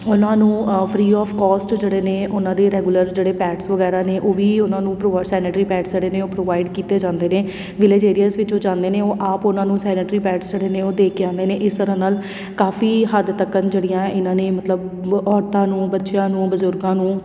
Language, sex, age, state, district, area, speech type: Punjabi, female, 30-45, Punjab, Tarn Taran, urban, spontaneous